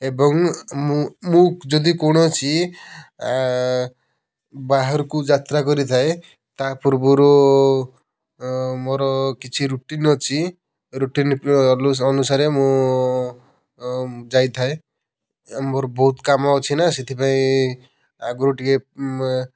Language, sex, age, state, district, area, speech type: Odia, male, 30-45, Odisha, Kendujhar, urban, spontaneous